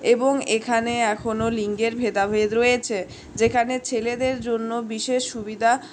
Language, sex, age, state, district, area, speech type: Bengali, female, 60+, West Bengal, Purulia, urban, spontaneous